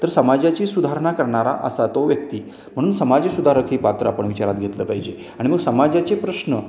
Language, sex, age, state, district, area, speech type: Marathi, male, 60+, Maharashtra, Satara, urban, spontaneous